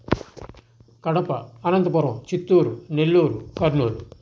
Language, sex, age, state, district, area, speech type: Telugu, male, 60+, Andhra Pradesh, Sri Balaji, urban, spontaneous